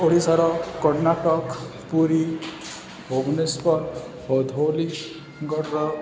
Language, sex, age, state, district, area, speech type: Odia, male, 18-30, Odisha, Balangir, urban, spontaneous